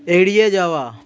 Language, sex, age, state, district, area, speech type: Bengali, male, 30-45, West Bengal, South 24 Parganas, rural, read